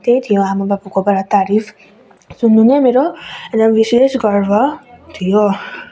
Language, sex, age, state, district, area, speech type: Nepali, female, 30-45, West Bengal, Darjeeling, rural, spontaneous